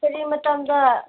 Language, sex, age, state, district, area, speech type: Manipuri, female, 30-45, Manipur, Kangpokpi, urban, conversation